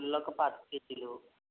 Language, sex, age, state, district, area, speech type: Telugu, male, 18-30, Andhra Pradesh, East Godavari, urban, conversation